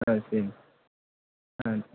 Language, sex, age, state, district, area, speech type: Tamil, male, 18-30, Tamil Nadu, Tiruvarur, urban, conversation